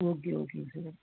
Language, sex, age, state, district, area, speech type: Tamil, male, 18-30, Tamil Nadu, Namakkal, rural, conversation